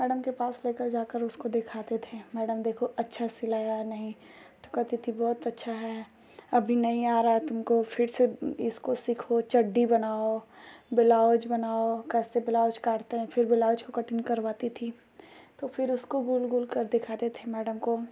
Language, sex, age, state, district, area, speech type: Hindi, female, 18-30, Uttar Pradesh, Ghazipur, urban, spontaneous